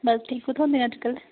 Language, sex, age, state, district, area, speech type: Dogri, female, 18-30, Jammu and Kashmir, Udhampur, rural, conversation